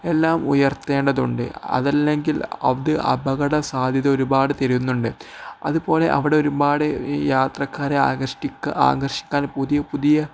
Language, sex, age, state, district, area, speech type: Malayalam, male, 18-30, Kerala, Kozhikode, rural, spontaneous